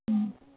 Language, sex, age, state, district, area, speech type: Manipuri, female, 30-45, Manipur, Senapati, rural, conversation